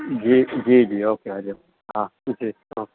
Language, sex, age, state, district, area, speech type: Sindhi, male, 30-45, Gujarat, Kutch, rural, conversation